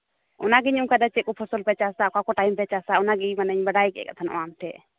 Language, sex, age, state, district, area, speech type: Santali, female, 18-30, West Bengal, Malda, rural, conversation